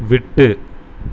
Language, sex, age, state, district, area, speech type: Tamil, male, 30-45, Tamil Nadu, Erode, rural, read